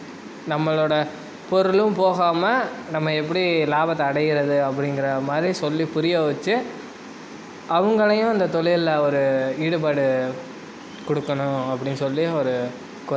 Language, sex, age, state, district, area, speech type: Tamil, male, 18-30, Tamil Nadu, Sivaganga, rural, spontaneous